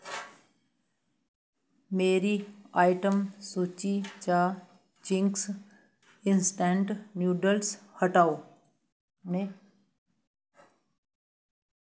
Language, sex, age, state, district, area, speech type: Dogri, female, 60+, Jammu and Kashmir, Reasi, rural, read